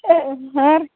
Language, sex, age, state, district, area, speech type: Kannada, female, 60+, Karnataka, Belgaum, rural, conversation